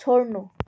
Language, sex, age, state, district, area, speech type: Nepali, female, 30-45, West Bengal, Darjeeling, rural, read